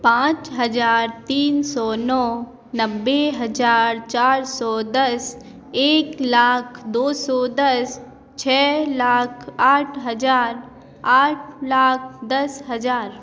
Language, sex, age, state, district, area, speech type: Hindi, female, 18-30, Madhya Pradesh, Hoshangabad, rural, spontaneous